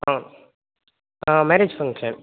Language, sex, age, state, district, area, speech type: Tamil, male, 30-45, Tamil Nadu, Tiruvarur, rural, conversation